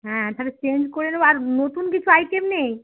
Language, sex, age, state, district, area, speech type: Bengali, female, 60+, West Bengal, Bankura, urban, conversation